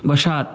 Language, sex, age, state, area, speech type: Sanskrit, male, 18-30, Uttar Pradesh, rural, spontaneous